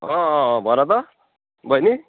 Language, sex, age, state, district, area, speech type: Nepali, male, 18-30, West Bengal, Darjeeling, rural, conversation